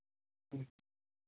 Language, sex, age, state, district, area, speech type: Santali, male, 18-30, Jharkhand, Pakur, rural, conversation